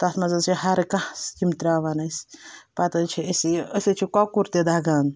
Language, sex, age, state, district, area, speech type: Kashmiri, female, 18-30, Jammu and Kashmir, Ganderbal, rural, spontaneous